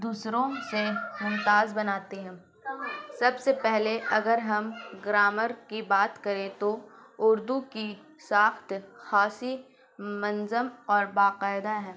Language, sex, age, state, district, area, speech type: Urdu, female, 18-30, Bihar, Gaya, urban, spontaneous